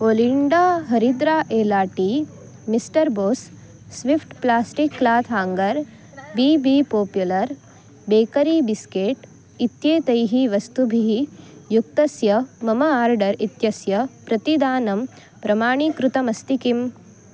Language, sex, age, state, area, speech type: Sanskrit, female, 18-30, Goa, urban, read